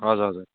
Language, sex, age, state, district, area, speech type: Nepali, male, 30-45, West Bengal, Darjeeling, rural, conversation